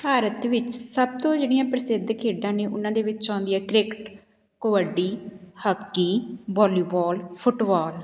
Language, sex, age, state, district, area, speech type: Punjabi, female, 30-45, Punjab, Patiala, rural, spontaneous